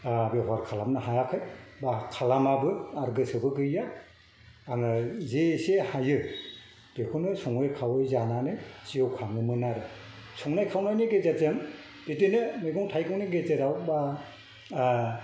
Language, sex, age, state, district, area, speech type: Bodo, male, 60+, Assam, Kokrajhar, rural, spontaneous